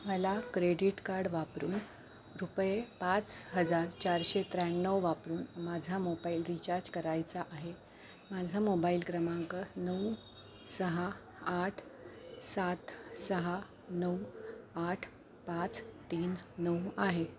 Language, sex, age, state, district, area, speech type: Marathi, female, 45-60, Maharashtra, Palghar, urban, read